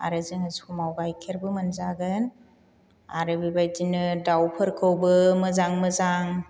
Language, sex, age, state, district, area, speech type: Bodo, female, 60+, Assam, Chirang, rural, spontaneous